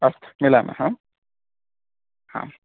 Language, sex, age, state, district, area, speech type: Sanskrit, male, 18-30, Karnataka, Uttara Kannada, rural, conversation